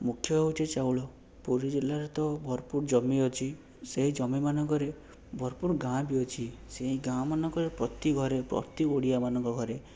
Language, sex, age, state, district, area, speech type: Odia, male, 18-30, Odisha, Puri, urban, spontaneous